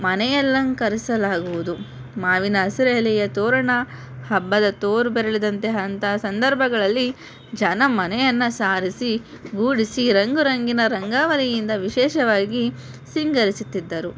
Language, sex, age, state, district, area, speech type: Kannada, female, 18-30, Karnataka, Chitradurga, rural, spontaneous